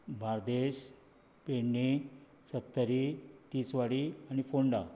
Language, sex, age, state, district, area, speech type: Goan Konkani, male, 45-60, Goa, Bardez, rural, spontaneous